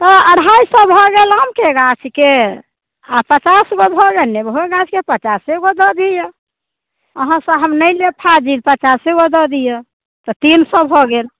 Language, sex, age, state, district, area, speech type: Maithili, female, 60+, Bihar, Muzaffarpur, urban, conversation